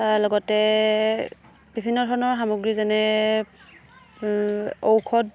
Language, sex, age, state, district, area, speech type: Assamese, female, 18-30, Assam, Charaideo, rural, spontaneous